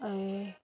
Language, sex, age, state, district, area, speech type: Nepali, female, 30-45, West Bengal, Darjeeling, rural, spontaneous